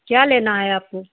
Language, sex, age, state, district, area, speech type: Hindi, female, 60+, Uttar Pradesh, Hardoi, rural, conversation